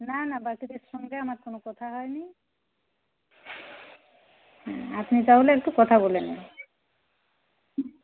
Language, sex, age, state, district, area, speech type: Bengali, female, 60+, West Bengal, Jhargram, rural, conversation